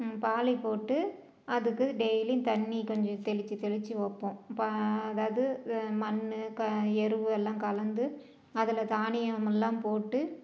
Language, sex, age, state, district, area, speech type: Tamil, female, 45-60, Tamil Nadu, Salem, rural, spontaneous